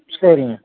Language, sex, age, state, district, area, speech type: Tamil, male, 60+, Tamil Nadu, Dharmapuri, urban, conversation